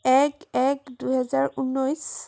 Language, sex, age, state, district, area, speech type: Assamese, female, 18-30, Assam, Sonitpur, urban, spontaneous